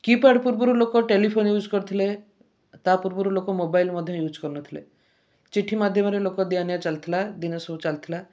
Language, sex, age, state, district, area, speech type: Odia, male, 30-45, Odisha, Kendrapara, urban, spontaneous